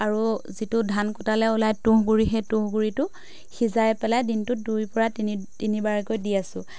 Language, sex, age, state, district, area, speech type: Assamese, female, 30-45, Assam, Majuli, urban, spontaneous